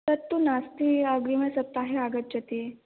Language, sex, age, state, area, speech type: Sanskrit, female, 18-30, Assam, rural, conversation